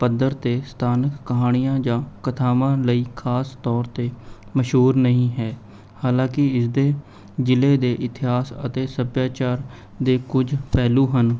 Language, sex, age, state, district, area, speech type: Punjabi, male, 18-30, Punjab, Mohali, urban, spontaneous